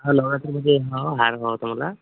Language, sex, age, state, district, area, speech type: Marathi, male, 45-60, Maharashtra, Amravati, rural, conversation